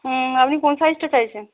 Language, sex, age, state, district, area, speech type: Bengali, female, 45-60, West Bengal, Hooghly, rural, conversation